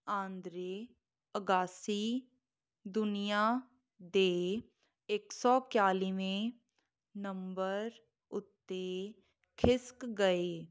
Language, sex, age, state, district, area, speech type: Punjabi, female, 18-30, Punjab, Muktsar, urban, read